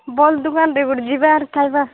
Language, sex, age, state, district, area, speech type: Odia, female, 18-30, Odisha, Nabarangpur, urban, conversation